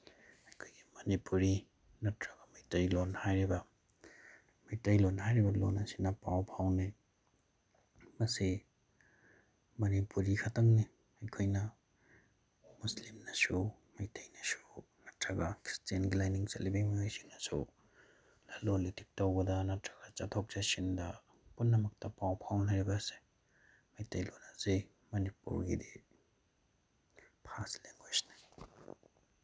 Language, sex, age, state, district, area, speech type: Manipuri, male, 30-45, Manipur, Bishnupur, rural, spontaneous